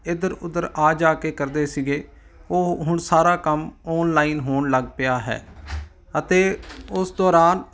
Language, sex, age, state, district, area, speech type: Punjabi, male, 45-60, Punjab, Ludhiana, urban, spontaneous